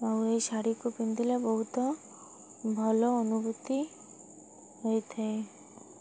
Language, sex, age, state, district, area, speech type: Odia, male, 30-45, Odisha, Malkangiri, urban, spontaneous